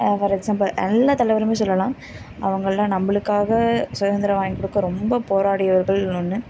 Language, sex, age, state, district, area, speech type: Tamil, female, 18-30, Tamil Nadu, Karur, rural, spontaneous